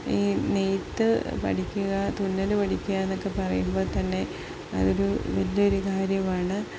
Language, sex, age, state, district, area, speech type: Malayalam, female, 30-45, Kerala, Palakkad, rural, spontaneous